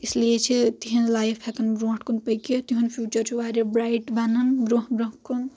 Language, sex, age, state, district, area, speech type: Kashmiri, female, 18-30, Jammu and Kashmir, Anantnag, rural, spontaneous